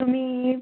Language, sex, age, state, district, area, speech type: Marathi, female, 18-30, Maharashtra, Wardha, urban, conversation